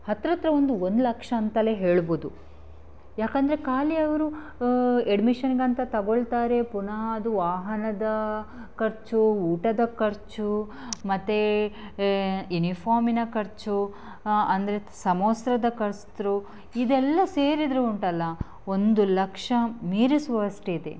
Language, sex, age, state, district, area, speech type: Kannada, female, 30-45, Karnataka, Chitradurga, rural, spontaneous